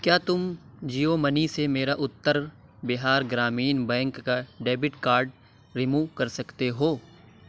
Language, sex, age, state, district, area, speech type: Urdu, male, 30-45, Uttar Pradesh, Lucknow, rural, read